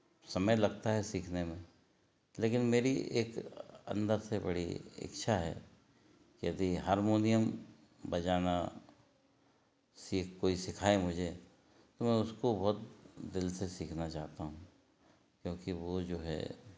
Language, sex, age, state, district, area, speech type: Hindi, male, 60+, Madhya Pradesh, Betul, urban, spontaneous